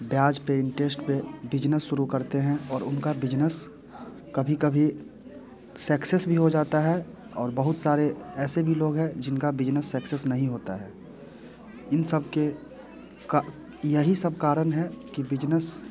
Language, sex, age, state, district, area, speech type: Hindi, male, 30-45, Bihar, Muzaffarpur, rural, spontaneous